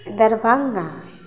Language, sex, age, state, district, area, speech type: Maithili, female, 18-30, Bihar, Samastipur, rural, spontaneous